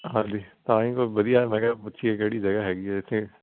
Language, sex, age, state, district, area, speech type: Punjabi, male, 18-30, Punjab, Hoshiarpur, urban, conversation